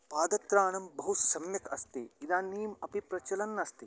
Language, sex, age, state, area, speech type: Sanskrit, male, 18-30, Haryana, rural, spontaneous